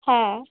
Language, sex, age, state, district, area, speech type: Bengali, female, 18-30, West Bengal, Darjeeling, rural, conversation